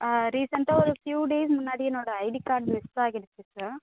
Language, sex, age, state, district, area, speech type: Tamil, female, 30-45, Tamil Nadu, Viluppuram, rural, conversation